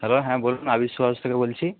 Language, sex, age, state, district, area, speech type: Bengali, male, 30-45, West Bengal, Nadia, rural, conversation